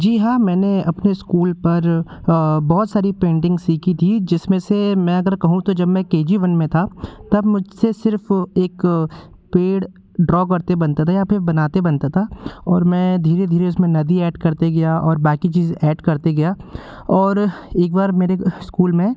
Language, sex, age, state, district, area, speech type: Hindi, male, 18-30, Madhya Pradesh, Jabalpur, rural, spontaneous